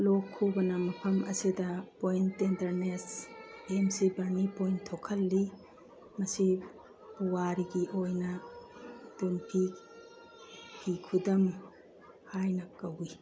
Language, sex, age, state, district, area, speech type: Manipuri, female, 45-60, Manipur, Churachandpur, urban, read